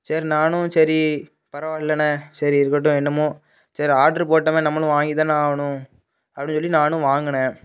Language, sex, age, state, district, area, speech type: Tamil, male, 18-30, Tamil Nadu, Thoothukudi, urban, spontaneous